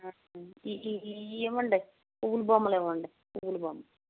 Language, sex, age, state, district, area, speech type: Telugu, female, 60+, Andhra Pradesh, Eluru, rural, conversation